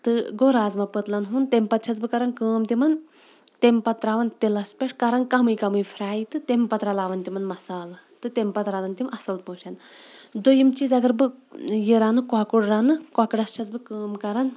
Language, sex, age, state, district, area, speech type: Kashmiri, female, 45-60, Jammu and Kashmir, Shopian, urban, spontaneous